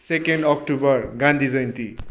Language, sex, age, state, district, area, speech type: Nepali, male, 18-30, West Bengal, Kalimpong, rural, spontaneous